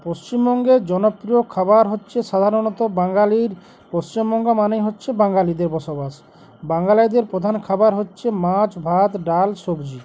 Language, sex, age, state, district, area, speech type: Bengali, male, 45-60, West Bengal, Uttar Dinajpur, urban, spontaneous